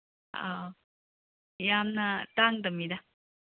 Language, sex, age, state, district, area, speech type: Manipuri, female, 45-60, Manipur, Churachandpur, urban, conversation